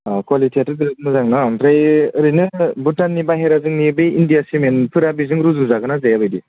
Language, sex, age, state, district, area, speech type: Bodo, male, 18-30, Assam, Baksa, rural, conversation